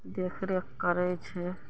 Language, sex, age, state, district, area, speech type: Maithili, female, 45-60, Bihar, Araria, rural, spontaneous